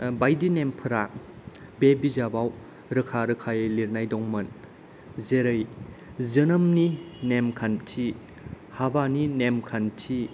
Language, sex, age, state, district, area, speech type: Bodo, male, 30-45, Assam, Kokrajhar, rural, spontaneous